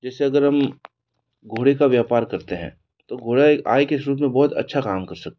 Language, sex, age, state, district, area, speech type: Hindi, male, 60+, Rajasthan, Jodhpur, urban, spontaneous